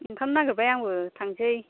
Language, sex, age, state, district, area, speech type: Bodo, female, 45-60, Assam, Kokrajhar, rural, conversation